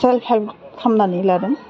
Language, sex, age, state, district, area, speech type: Bodo, female, 30-45, Assam, Udalguri, urban, spontaneous